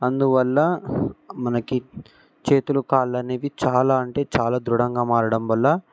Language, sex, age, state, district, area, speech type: Telugu, male, 18-30, Telangana, Ranga Reddy, urban, spontaneous